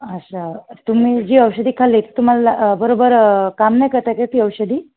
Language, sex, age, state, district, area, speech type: Marathi, female, 30-45, Maharashtra, Nagpur, urban, conversation